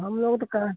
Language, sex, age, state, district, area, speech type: Hindi, female, 60+, Bihar, Begusarai, urban, conversation